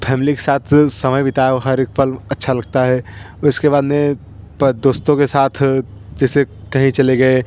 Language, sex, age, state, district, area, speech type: Hindi, male, 30-45, Uttar Pradesh, Bhadohi, rural, spontaneous